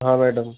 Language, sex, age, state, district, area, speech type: Hindi, male, 30-45, Madhya Pradesh, Jabalpur, urban, conversation